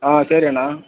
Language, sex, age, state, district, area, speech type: Kannada, male, 18-30, Karnataka, Chamarajanagar, rural, conversation